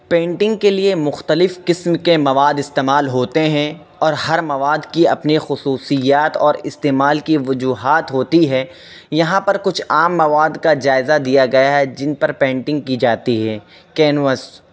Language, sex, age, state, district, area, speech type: Urdu, male, 18-30, Uttar Pradesh, Saharanpur, urban, spontaneous